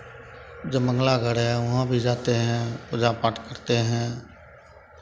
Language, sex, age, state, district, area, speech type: Hindi, male, 45-60, Bihar, Begusarai, urban, spontaneous